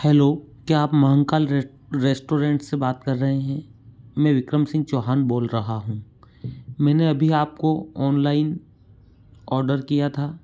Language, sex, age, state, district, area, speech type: Hindi, male, 30-45, Madhya Pradesh, Ujjain, rural, spontaneous